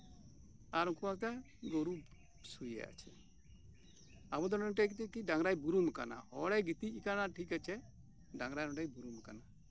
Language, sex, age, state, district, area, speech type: Santali, male, 60+, West Bengal, Birbhum, rural, spontaneous